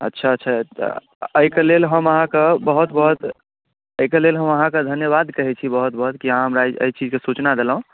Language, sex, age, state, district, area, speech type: Maithili, male, 18-30, Bihar, Darbhanga, urban, conversation